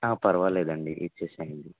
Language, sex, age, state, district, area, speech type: Telugu, male, 18-30, Telangana, Vikarabad, urban, conversation